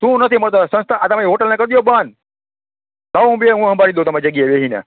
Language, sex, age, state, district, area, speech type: Gujarati, male, 45-60, Gujarat, Rajkot, rural, conversation